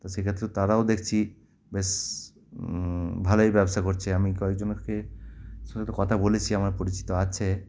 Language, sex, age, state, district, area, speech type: Bengali, male, 30-45, West Bengal, Cooch Behar, urban, spontaneous